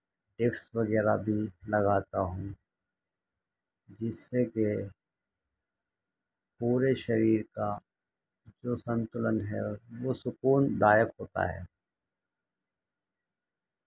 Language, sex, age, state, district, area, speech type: Urdu, male, 30-45, Uttar Pradesh, Muzaffarnagar, urban, spontaneous